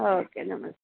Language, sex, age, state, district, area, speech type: Kannada, female, 45-60, Karnataka, Dharwad, urban, conversation